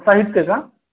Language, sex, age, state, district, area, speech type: Marathi, male, 30-45, Maharashtra, Beed, rural, conversation